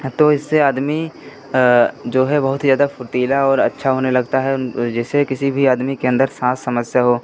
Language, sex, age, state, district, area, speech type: Hindi, male, 18-30, Uttar Pradesh, Pratapgarh, urban, spontaneous